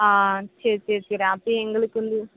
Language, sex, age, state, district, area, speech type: Tamil, female, 30-45, Tamil Nadu, Thoothukudi, urban, conversation